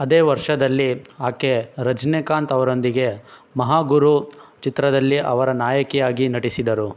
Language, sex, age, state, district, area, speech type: Kannada, male, 60+, Karnataka, Chikkaballapur, rural, read